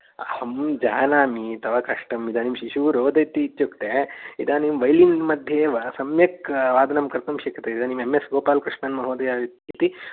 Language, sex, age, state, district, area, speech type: Sanskrit, male, 18-30, Karnataka, Mysore, urban, conversation